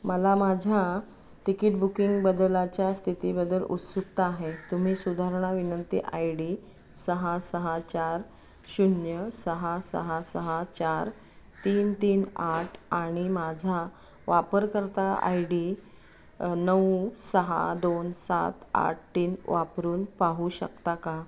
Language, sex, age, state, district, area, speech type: Marathi, female, 45-60, Maharashtra, Ratnagiri, rural, read